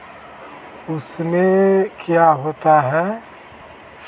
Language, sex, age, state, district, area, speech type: Hindi, male, 45-60, Bihar, Vaishali, urban, spontaneous